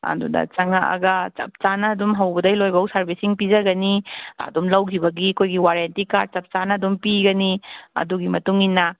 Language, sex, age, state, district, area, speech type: Manipuri, female, 45-60, Manipur, Kangpokpi, urban, conversation